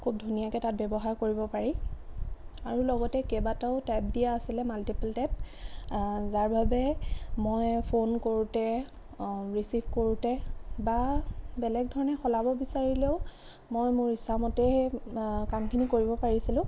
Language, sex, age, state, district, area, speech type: Assamese, female, 30-45, Assam, Lakhimpur, rural, spontaneous